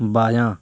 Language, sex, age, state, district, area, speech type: Urdu, male, 30-45, Uttar Pradesh, Saharanpur, urban, read